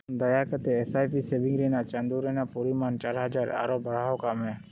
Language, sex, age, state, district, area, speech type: Santali, male, 18-30, West Bengal, Paschim Bardhaman, rural, read